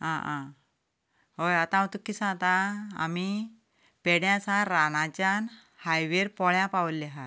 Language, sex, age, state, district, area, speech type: Goan Konkani, female, 45-60, Goa, Canacona, rural, spontaneous